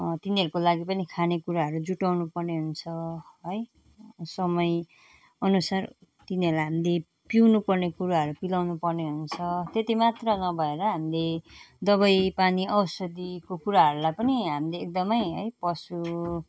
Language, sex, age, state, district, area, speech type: Nepali, female, 45-60, West Bengal, Jalpaiguri, rural, spontaneous